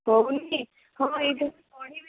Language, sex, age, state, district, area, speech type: Odia, female, 18-30, Odisha, Kendujhar, urban, conversation